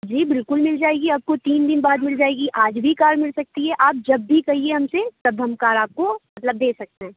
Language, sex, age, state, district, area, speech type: Urdu, female, 30-45, Uttar Pradesh, Aligarh, urban, conversation